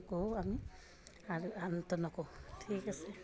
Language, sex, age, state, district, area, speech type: Assamese, female, 45-60, Assam, Udalguri, rural, spontaneous